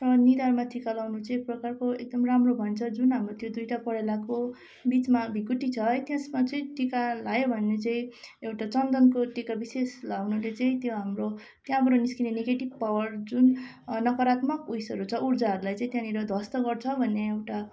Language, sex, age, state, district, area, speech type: Nepali, female, 18-30, West Bengal, Darjeeling, rural, spontaneous